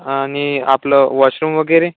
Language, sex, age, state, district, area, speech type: Marathi, male, 18-30, Maharashtra, Wardha, urban, conversation